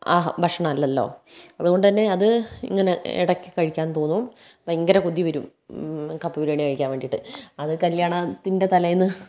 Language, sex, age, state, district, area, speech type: Malayalam, female, 30-45, Kerala, Wayanad, rural, spontaneous